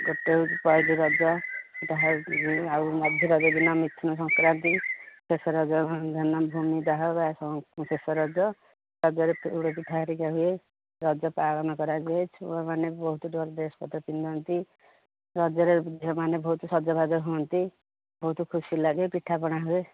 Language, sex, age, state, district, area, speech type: Odia, female, 45-60, Odisha, Angul, rural, conversation